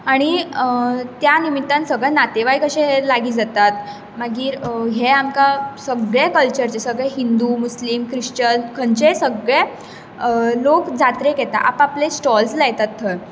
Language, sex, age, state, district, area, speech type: Goan Konkani, female, 18-30, Goa, Bardez, urban, spontaneous